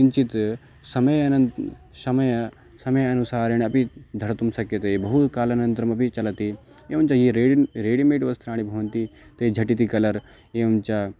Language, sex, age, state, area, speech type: Sanskrit, male, 18-30, Uttarakhand, rural, spontaneous